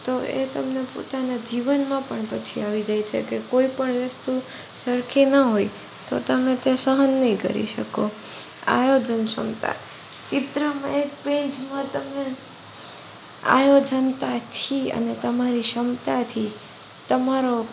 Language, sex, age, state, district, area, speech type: Gujarati, female, 18-30, Gujarat, Junagadh, urban, spontaneous